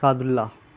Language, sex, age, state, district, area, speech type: Urdu, male, 18-30, Bihar, Khagaria, rural, spontaneous